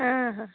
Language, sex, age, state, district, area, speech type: Marathi, female, 60+, Maharashtra, Nagpur, urban, conversation